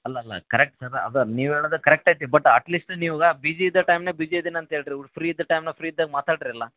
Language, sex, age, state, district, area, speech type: Kannada, male, 18-30, Karnataka, Koppal, rural, conversation